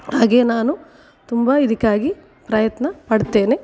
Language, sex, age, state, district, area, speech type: Kannada, female, 45-60, Karnataka, Dakshina Kannada, rural, spontaneous